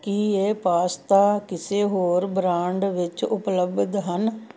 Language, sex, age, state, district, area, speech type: Punjabi, female, 60+, Punjab, Gurdaspur, rural, read